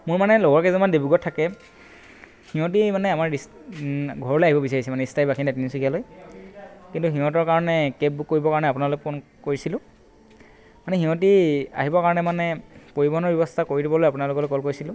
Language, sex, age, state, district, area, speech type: Assamese, male, 18-30, Assam, Tinsukia, urban, spontaneous